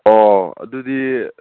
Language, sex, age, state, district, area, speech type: Manipuri, male, 30-45, Manipur, Churachandpur, rural, conversation